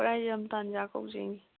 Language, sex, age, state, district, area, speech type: Manipuri, female, 18-30, Manipur, Senapati, rural, conversation